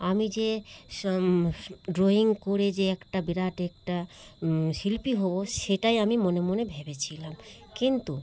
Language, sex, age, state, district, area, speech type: Bengali, female, 30-45, West Bengal, Malda, urban, spontaneous